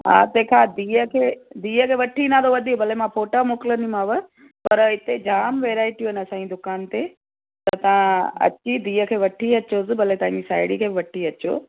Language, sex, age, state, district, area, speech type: Sindhi, female, 45-60, Gujarat, Kutch, urban, conversation